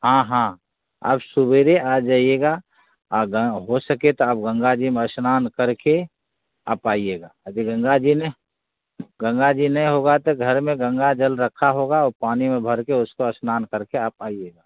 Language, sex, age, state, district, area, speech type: Hindi, male, 30-45, Bihar, Begusarai, urban, conversation